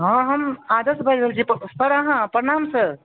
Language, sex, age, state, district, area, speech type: Maithili, male, 18-30, Bihar, Supaul, rural, conversation